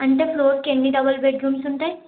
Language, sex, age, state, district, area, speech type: Telugu, female, 18-30, Telangana, Yadadri Bhuvanagiri, urban, conversation